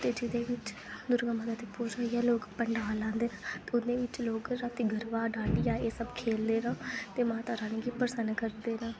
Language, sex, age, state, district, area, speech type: Dogri, female, 18-30, Jammu and Kashmir, Kathua, rural, spontaneous